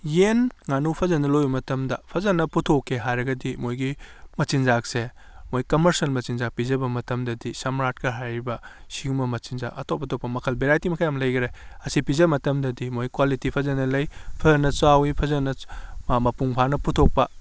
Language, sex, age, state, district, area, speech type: Manipuri, male, 30-45, Manipur, Kakching, rural, spontaneous